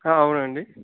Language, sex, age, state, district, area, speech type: Telugu, male, 30-45, Andhra Pradesh, Sri Balaji, rural, conversation